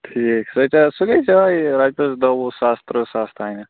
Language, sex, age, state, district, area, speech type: Kashmiri, male, 45-60, Jammu and Kashmir, Srinagar, urban, conversation